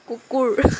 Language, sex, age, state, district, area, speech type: Assamese, female, 18-30, Assam, Jorhat, urban, read